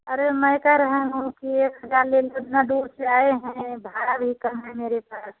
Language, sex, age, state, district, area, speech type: Hindi, female, 45-60, Uttar Pradesh, Prayagraj, rural, conversation